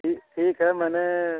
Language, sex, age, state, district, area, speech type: Hindi, male, 30-45, Uttar Pradesh, Bhadohi, rural, conversation